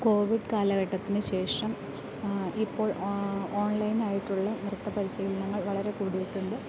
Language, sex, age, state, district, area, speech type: Malayalam, female, 30-45, Kerala, Idukki, rural, spontaneous